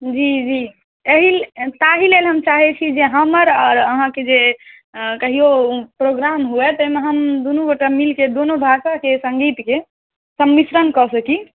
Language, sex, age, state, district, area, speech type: Maithili, female, 18-30, Bihar, Saharsa, rural, conversation